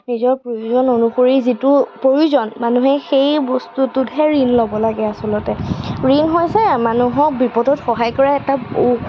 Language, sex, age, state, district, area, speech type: Assamese, female, 45-60, Assam, Darrang, rural, spontaneous